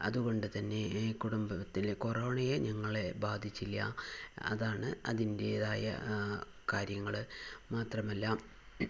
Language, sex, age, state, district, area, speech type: Malayalam, female, 60+, Kerala, Palakkad, rural, spontaneous